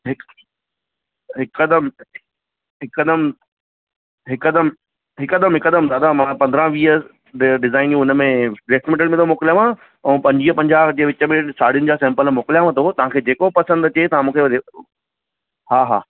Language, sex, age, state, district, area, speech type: Sindhi, male, 30-45, Maharashtra, Thane, rural, conversation